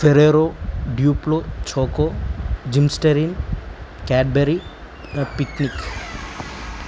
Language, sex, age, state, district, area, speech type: Telugu, male, 18-30, Telangana, Nagarkurnool, rural, spontaneous